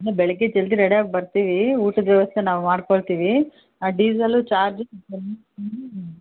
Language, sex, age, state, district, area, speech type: Kannada, female, 45-60, Karnataka, Bellary, rural, conversation